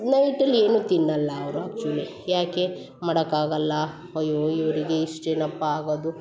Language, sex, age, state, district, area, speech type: Kannada, female, 45-60, Karnataka, Hassan, urban, spontaneous